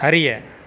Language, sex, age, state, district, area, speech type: Tamil, male, 60+, Tamil Nadu, Erode, rural, read